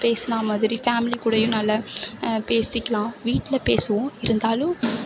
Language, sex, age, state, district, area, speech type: Tamil, female, 18-30, Tamil Nadu, Mayiladuthurai, urban, spontaneous